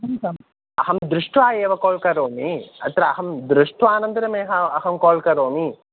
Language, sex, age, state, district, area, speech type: Sanskrit, male, 18-30, Kerala, Kottayam, urban, conversation